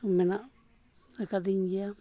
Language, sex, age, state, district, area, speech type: Santali, male, 45-60, Jharkhand, East Singhbhum, rural, spontaneous